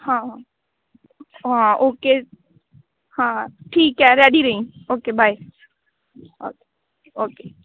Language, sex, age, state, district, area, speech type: Punjabi, female, 18-30, Punjab, Amritsar, urban, conversation